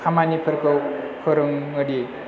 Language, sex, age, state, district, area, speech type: Bodo, male, 30-45, Assam, Chirang, rural, spontaneous